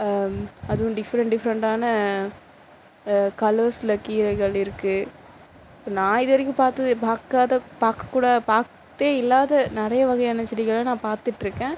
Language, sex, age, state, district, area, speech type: Tamil, female, 60+, Tamil Nadu, Mayiladuthurai, rural, spontaneous